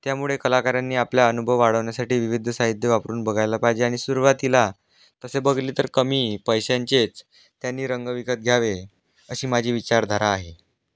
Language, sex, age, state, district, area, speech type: Marathi, male, 18-30, Maharashtra, Aurangabad, rural, spontaneous